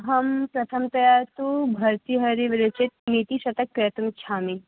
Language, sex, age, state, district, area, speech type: Sanskrit, female, 18-30, Delhi, North East Delhi, urban, conversation